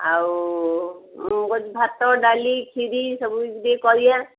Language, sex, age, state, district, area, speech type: Odia, female, 45-60, Odisha, Gajapati, rural, conversation